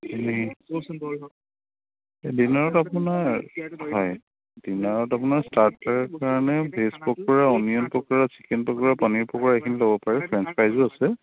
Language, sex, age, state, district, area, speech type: Assamese, male, 45-60, Assam, Dibrugarh, rural, conversation